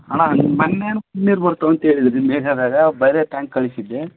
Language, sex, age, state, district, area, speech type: Kannada, male, 30-45, Karnataka, Raichur, rural, conversation